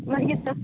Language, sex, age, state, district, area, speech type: Goan Konkani, female, 18-30, Goa, Tiswadi, rural, conversation